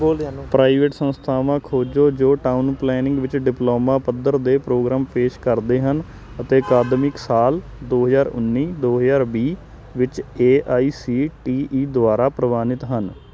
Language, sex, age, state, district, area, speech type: Punjabi, male, 18-30, Punjab, Hoshiarpur, rural, read